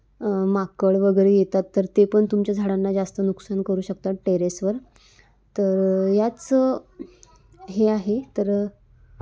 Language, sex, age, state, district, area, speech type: Marathi, female, 18-30, Maharashtra, Wardha, urban, spontaneous